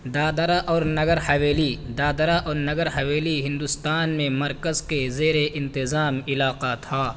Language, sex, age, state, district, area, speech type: Urdu, male, 18-30, Uttar Pradesh, Saharanpur, urban, read